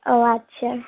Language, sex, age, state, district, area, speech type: Bengali, female, 18-30, West Bengal, Darjeeling, urban, conversation